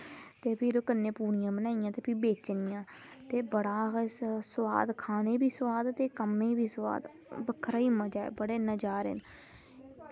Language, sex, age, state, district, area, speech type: Dogri, female, 18-30, Jammu and Kashmir, Samba, rural, spontaneous